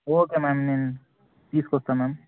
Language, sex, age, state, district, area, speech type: Telugu, male, 18-30, Telangana, Suryapet, urban, conversation